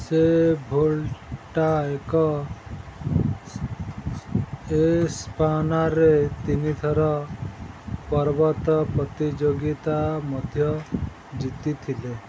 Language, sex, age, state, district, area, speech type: Odia, male, 30-45, Odisha, Sundergarh, urban, read